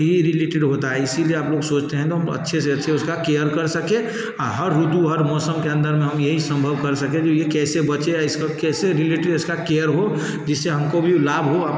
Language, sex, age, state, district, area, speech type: Hindi, male, 45-60, Bihar, Darbhanga, rural, spontaneous